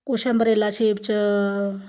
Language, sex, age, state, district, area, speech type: Dogri, female, 30-45, Jammu and Kashmir, Samba, rural, spontaneous